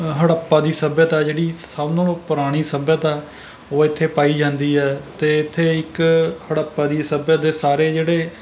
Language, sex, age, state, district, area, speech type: Punjabi, male, 30-45, Punjab, Rupnagar, rural, spontaneous